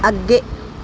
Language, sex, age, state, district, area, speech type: Punjabi, female, 30-45, Punjab, Pathankot, urban, read